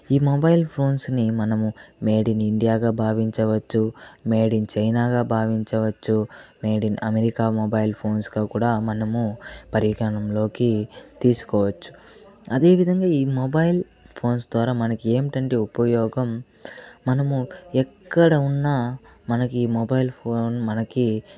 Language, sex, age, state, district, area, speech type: Telugu, male, 18-30, Andhra Pradesh, Chittoor, rural, spontaneous